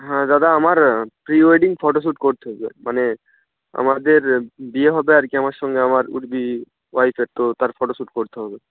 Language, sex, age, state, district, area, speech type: Bengali, male, 18-30, West Bengal, North 24 Parganas, rural, conversation